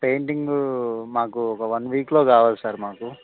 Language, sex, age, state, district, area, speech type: Telugu, male, 18-30, Telangana, Khammam, urban, conversation